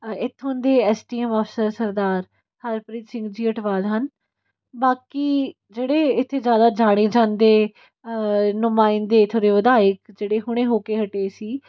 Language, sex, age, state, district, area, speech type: Punjabi, female, 18-30, Punjab, Fatehgarh Sahib, urban, spontaneous